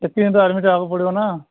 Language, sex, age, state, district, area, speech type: Odia, male, 30-45, Odisha, Sambalpur, rural, conversation